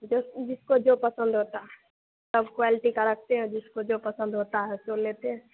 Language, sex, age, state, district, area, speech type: Hindi, female, 30-45, Bihar, Madhepura, rural, conversation